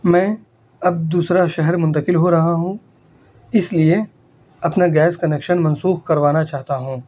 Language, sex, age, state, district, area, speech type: Urdu, male, 18-30, Delhi, North East Delhi, rural, spontaneous